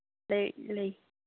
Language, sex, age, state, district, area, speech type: Manipuri, female, 18-30, Manipur, Senapati, rural, conversation